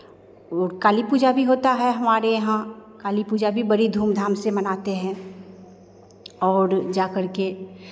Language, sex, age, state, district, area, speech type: Hindi, female, 45-60, Bihar, Begusarai, rural, spontaneous